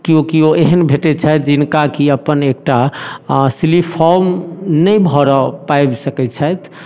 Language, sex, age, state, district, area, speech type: Maithili, male, 30-45, Bihar, Darbhanga, rural, spontaneous